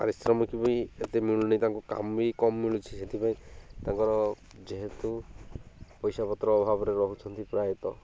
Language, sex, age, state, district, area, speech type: Odia, male, 30-45, Odisha, Malkangiri, urban, spontaneous